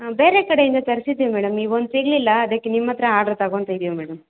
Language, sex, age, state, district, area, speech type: Kannada, female, 18-30, Karnataka, Kolar, rural, conversation